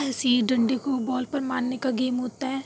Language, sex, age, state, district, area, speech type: Urdu, female, 45-60, Uttar Pradesh, Aligarh, rural, spontaneous